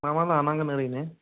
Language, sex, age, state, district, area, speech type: Bodo, male, 18-30, Assam, Kokrajhar, rural, conversation